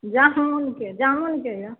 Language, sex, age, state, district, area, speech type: Maithili, female, 45-60, Bihar, Madhepura, rural, conversation